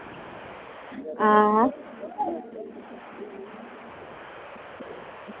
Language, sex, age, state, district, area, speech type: Dogri, female, 18-30, Jammu and Kashmir, Udhampur, rural, conversation